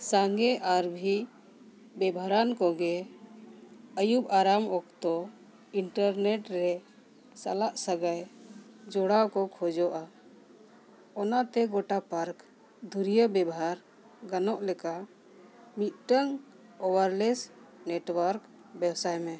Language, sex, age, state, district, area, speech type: Santali, female, 45-60, Jharkhand, Bokaro, rural, read